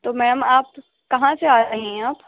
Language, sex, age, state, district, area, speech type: Urdu, female, 18-30, Delhi, East Delhi, urban, conversation